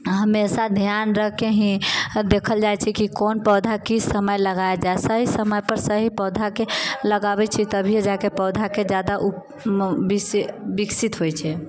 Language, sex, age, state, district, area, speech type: Maithili, female, 18-30, Bihar, Sitamarhi, rural, spontaneous